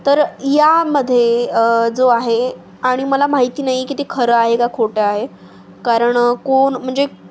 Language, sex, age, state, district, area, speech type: Marathi, female, 18-30, Maharashtra, Nanded, rural, spontaneous